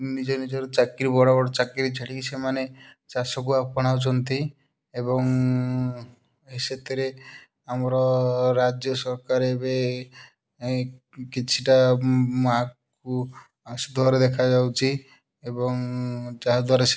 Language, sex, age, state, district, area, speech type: Odia, male, 30-45, Odisha, Kendujhar, urban, spontaneous